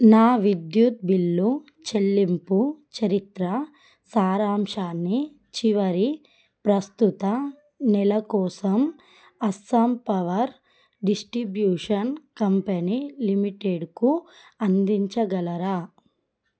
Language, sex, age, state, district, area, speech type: Telugu, female, 30-45, Telangana, Adilabad, rural, read